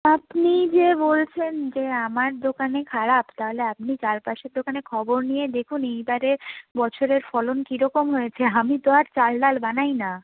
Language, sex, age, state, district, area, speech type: Bengali, female, 18-30, West Bengal, North 24 Parganas, rural, conversation